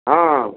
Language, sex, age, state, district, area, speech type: Odia, male, 60+, Odisha, Nayagarh, rural, conversation